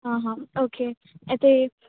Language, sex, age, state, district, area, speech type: Telugu, female, 18-30, Telangana, Ranga Reddy, urban, conversation